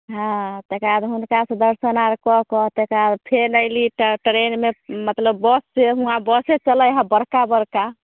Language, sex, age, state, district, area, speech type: Maithili, female, 30-45, Bihar, Samastipur, urban, conversation